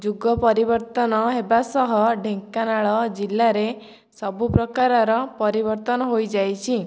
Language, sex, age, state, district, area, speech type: Odia, female, 18-30, Odisha, Dhenkanal, rural, spontaneous